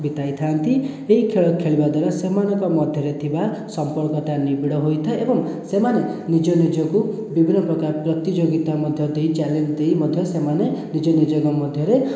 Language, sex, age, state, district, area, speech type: Odia, male, 18-30, Odisha, Khordha, rural, spontaneous